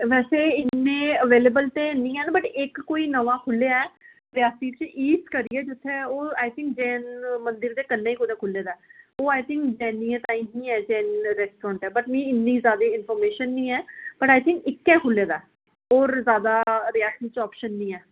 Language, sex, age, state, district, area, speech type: Dogri, female, 30-45, Jammu and Kashmir, Reasi, urban, conversation